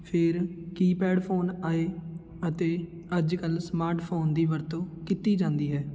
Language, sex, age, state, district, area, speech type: Punjabi, male, 18-30, Punjab, Fatehgarh Sahib, rural, spontaneous